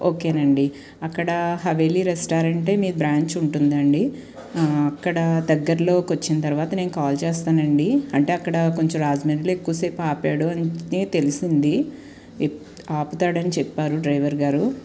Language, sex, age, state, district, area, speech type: Telugu, female, 30-45, Andhra Pradesh, Guntur, urban, spontaneous